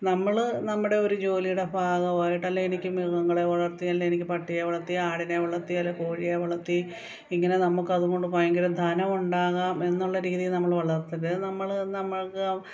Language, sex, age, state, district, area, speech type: Malayalam, female, 45-60, Kerala, Kottayam, rural, spontaneous